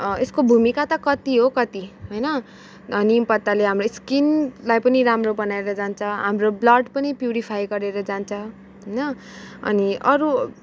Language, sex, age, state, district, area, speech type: Nepali, female, 18-30, West Bengal, Kalimpong, rural, spontaneous